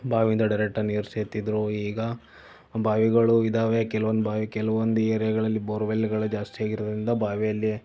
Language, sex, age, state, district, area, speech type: Kannada, male, 18-30, Karnataka, Davanagere, rural, spontaneous